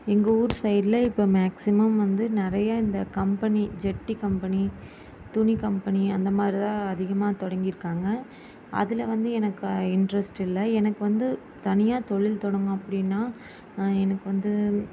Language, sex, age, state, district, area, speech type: Tamil, female, 30-45, Tamil Nadu, Erode, rural, spontaneous